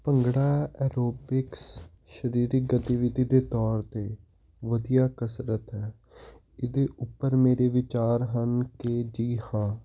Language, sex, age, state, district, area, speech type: Punjabi, male, 18-30, Punjab, Hoshiarpur, urban, spontaneous